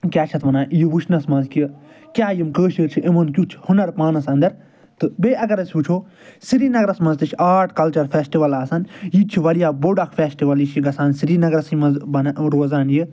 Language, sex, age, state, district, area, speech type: Kashmiri, male, 45-60, Jammu and Kashmir, Srinagar, urban, spontaneous